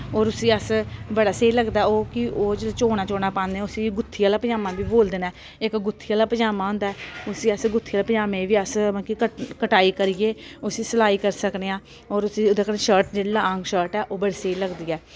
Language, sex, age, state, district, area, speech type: Dogri, female, 30-45, Jammu and Kashmir, Samba, urban, spontaneous